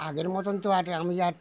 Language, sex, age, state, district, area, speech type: Bengali, male, 60+, West Bengal, Darjeeling, rural, spontaneous